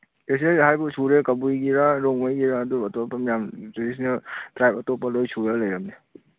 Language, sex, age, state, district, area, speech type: Manipuri, male, 18-30, Manipur, Churachandpur, rural, conversation